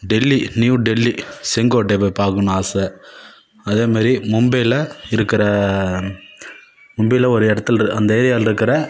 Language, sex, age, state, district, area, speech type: Tamil, male, 30-45, Tamil Nadu, Kallakurichi, urban, spontaneous